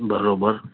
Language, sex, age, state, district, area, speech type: Sindhi, male, 60+, Gujarat, Kutch, rural, conversation